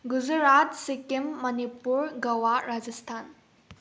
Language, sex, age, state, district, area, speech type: Manipuri, female, 18-30, Manipur, Bishnupur, rural, spontaneous